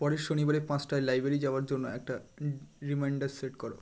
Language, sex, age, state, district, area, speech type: Bengali, male, 30-45, West Bengal, North 24 Parganas, rural, read